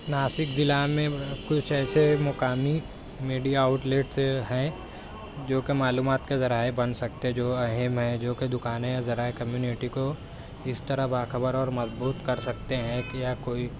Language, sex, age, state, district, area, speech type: Urdu, male, 18-30, Maharashtra, Nashik, urban, spontaneous